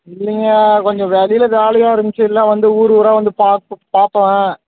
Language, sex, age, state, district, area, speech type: Tamil, male, 18-30, Tamil Nadu, Dharmapuri, rural, conversation